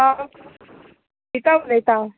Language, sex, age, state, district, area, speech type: Goan Konkani, female, 30-45, Goa, Tiswadi, rural, conversation